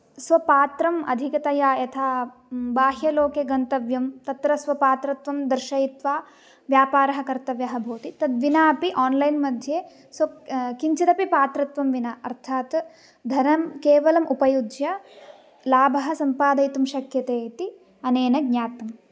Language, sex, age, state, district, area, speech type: Sanskrit, female, 18-30, Tamil Nadu, Coimbatore, rural, spontaneous